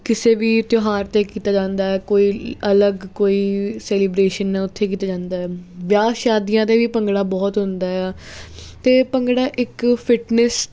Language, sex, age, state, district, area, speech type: Punjabi, female, 18-30, Punjab, Jalandhar, urban, spontaneous